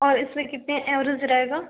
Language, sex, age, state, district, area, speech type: Hindi, female, 18-30, Uttar Pradesh, Ghazipur, rural, conversation